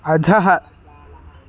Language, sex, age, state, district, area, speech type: Sanskrit, male, 18-30, Karnataka, Haveri, rural, read